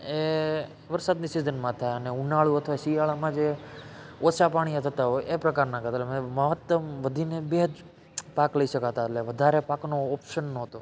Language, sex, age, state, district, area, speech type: Gujarati, male, 30-45, Gujarat, Rajkot, rural, spontaneous